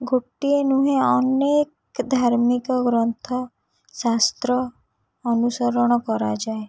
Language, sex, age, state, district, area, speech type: Odia, female, 30-45, Odisha, Kendrapara, urban, spontaneous